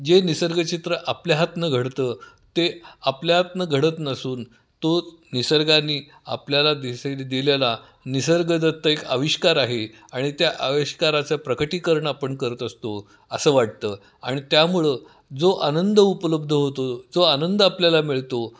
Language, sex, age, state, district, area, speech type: Marathi, male, 60+, Maharashtra, Kolhapur, urban, spontaneous